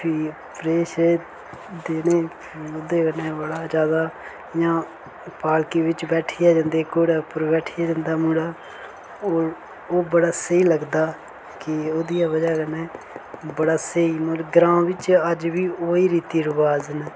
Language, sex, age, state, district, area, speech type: Dogri, male, 18-30, Jammu and Kashmir, Reasi, rural, spontaneous